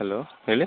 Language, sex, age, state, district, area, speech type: Kannada, male, 60+, Karnataka, Bangalore Rural, rural, conversation